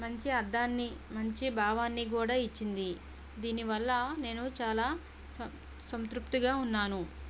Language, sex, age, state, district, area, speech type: Telugu, female, 18-30, Andhra Pradesh, Konaseema, rural, spontaneous